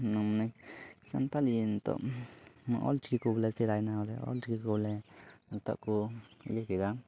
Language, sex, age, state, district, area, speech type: Santali, male, 18-30, Jharkhand, Pakur, rural, spontaneous